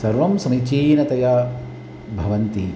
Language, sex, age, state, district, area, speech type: Sanskrit, male, 45-60, Tamil Nadu, Chennai, urban, spontaneous